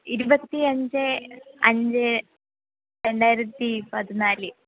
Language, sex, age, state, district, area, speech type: Malayalam, female, 30-45, Kerala, Thiruvananthapuram, urban, conversation